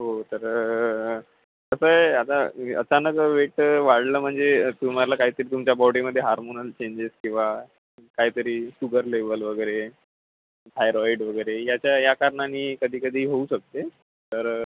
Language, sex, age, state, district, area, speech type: Marathi, male, 18-30, Maharashtra, Ratnagiri, rural, conversation